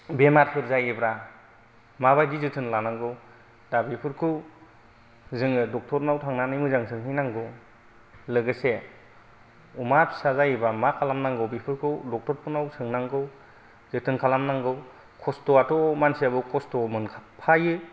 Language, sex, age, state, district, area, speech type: Bodo, male, 30-45, Assam, Kokrajhar, rural, spontaneous